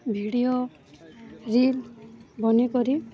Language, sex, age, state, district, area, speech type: Odia, female, 18-30, Odisha, Balangir, urban, spontaneous